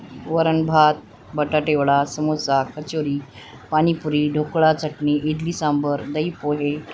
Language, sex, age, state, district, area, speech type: Marathi, female, 45-60, Maharashtra, Nanded, rural, spontaneous